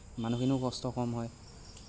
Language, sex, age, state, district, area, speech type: Assamese, male, 45-60, Assam, Lakhimpur, rural, spontaneous